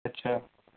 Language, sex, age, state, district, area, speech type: Punjabi, male, 18-30, Punjab, Fazilka, rural, conversation